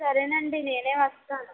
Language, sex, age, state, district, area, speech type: Telugu, female, 18-30, Andhra Pradesh, West Godavari, rural, conversation